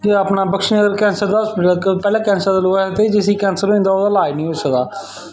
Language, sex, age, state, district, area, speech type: Dogri, male, 30-45, Jammu and Kashmir, Samba, rural, spontaneous